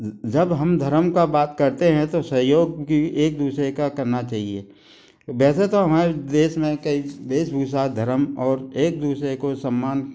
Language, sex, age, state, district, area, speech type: Hindi, male, 45-60, Madhya Pradesh, Gwalior, urban, spontaneous